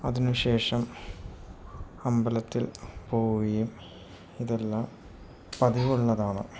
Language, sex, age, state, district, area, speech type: Malayalam, male, 45-60, Kerala, Wayanad, rural, spontaneous